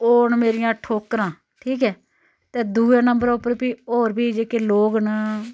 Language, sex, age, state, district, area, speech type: Dogri, female, 45-60, Jammu and Kashmir, Udhampur, rural, spontaneous